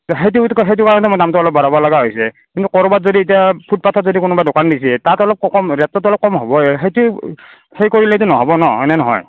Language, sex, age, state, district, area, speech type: Assamese, male, 45-60, Assam, Morigaon, rural, conversation